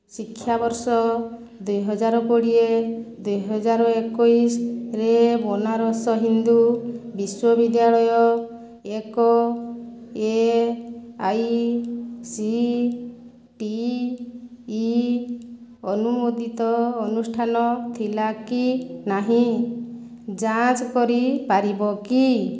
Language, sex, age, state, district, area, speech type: Odia, female, 30-45, Odisha, Boudh, rural, read